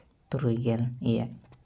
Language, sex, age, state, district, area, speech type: Santali, male, 18-30, Jharkhand, East Singhbhum, rural, spontaneous